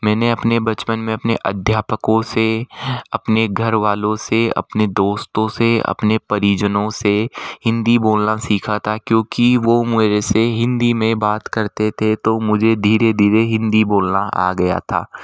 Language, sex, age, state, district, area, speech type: Hindi, male, 18-30, Rajasthan, Jaipur, urban, spontaneous